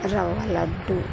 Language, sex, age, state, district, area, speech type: Telugu, female, 30-45, Andhra Pradesh, Kurnool, rural, spontaneous